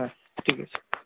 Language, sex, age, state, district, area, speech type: Bengali, male, 30-45, West Bengal, Purulia, urban, conversation